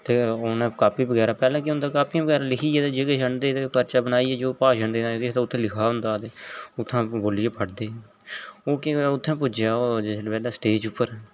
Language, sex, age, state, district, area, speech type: Dogri, male, 18-30, Jammu and Kashmir, Jammu, rural, spontaneous